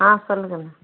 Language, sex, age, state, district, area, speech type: Tamil, female, 30-45, Tamil Nadu, Salem, rural, conversation